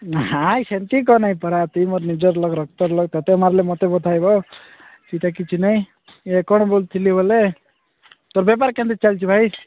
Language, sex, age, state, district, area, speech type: Odia, male, 45-60, Odisha, Nabarangpur, rural, conversation